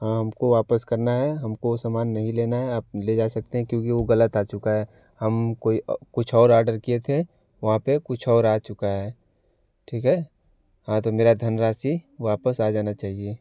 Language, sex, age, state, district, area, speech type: Hindi, male, 18-30, Uttar Pradesh, Varanasi, rural, spontaneous